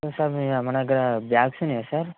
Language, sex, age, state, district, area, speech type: Telugu, male, 18-30, Telangana, Ranga Reddy, urban, conversation